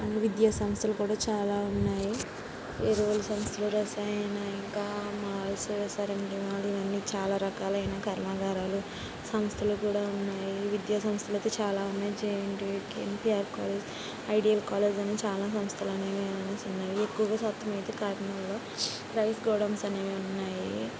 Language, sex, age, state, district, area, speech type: Telugu, female, 18-30, Andhra Pradesh, Kakinada, urban, spontaneous